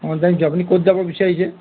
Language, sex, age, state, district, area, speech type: Assamese, male, 45-60, Assam, Golaghat, urban, conversation